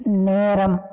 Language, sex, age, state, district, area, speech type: Tamil, female, 60+, Tamil Nadu, Cuddalore, rural, read